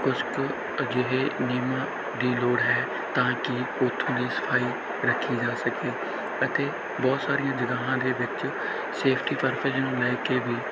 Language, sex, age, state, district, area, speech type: Punjabi, male, 18-30, Punjab, Bathinda, rural, spontaneous